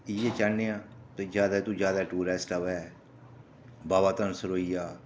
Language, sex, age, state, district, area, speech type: Dogri, male, 30-45, Jammu and Kashmir, Reasi, rural, spontaneous